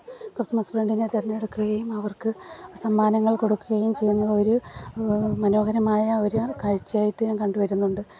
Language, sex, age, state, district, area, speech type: Malayalam, female, 30-45, Kerala, Kollam, rural, spontaneous